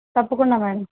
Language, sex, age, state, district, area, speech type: Telugu, female, 30-45, Andhra Pradesh, Eluru, urban, conversation